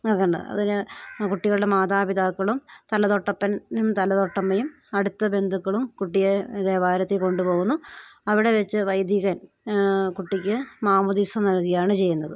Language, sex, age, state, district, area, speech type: Malayalam, female, 30-45, Kerala, Idukki, rural, spontaneous